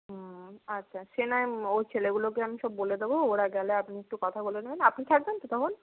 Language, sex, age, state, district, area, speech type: Bengali, female, 18-30, West Bengal, Purba Medinipur, rural, conversation